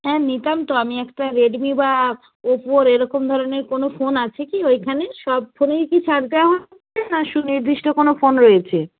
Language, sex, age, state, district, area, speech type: Bengali, female, 60+, West Bengal, Nadia, rural, conversation